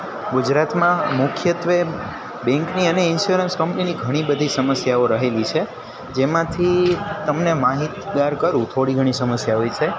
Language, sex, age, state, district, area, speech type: Gujarati, male, 18-30, Gujarat, Junagadh, urban, spontaneous